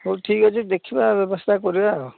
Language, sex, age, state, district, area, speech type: Odia, male, 45-60, Odisha, Gajapati, rural, conversation